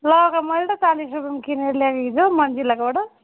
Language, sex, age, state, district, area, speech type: Nepali, female, 30-45, West Bengal, Darjeeling, rural, conversation